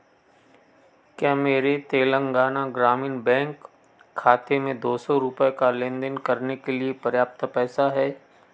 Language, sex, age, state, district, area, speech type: Hindi, male, 45-60, Madhya Pradesh, Betul, rural, read